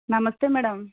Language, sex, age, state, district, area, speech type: Telugu, female, 45-60, Andhra Pradesh, East Godavari, rural, conversation